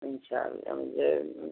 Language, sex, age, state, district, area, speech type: Urdu, male, 60+, Bihar, Madhubani, rural, conversation